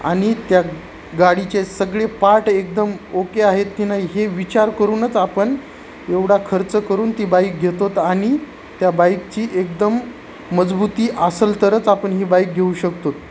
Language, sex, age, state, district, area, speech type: Marathi, male, 30-45, Maharashtra, Nanded, urban, spontaneous